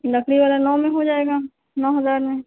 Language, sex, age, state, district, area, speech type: Hindi, female, 30-45, Uttar Pradesh, Sitapur, rural, conversation